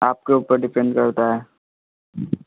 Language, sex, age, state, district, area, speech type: Hindi, male, 18-30, Bihar, Vaishali, urban, conversation